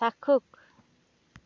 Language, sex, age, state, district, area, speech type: Assamese, female, 30-45, Assam, Dhemaji, rural, read